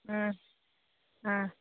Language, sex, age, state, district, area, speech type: Manipuri, female, 18-30, Manipur, Senapati, rural, conversation